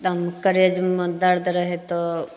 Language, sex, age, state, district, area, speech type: Maithili, female, 30-45, Bihar, Begusarai, rural, spontaneous